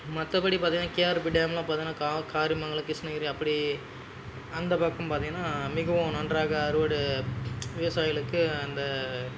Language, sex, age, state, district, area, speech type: Tamil, male, 45-60, Tamil Nadu, Dharmapuri, rural, spontaneous